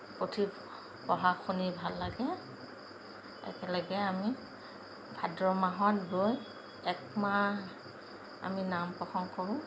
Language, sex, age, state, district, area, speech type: Assamese, female, 45-60, Assam, Kamrup Metropolitan, urban, spontaneous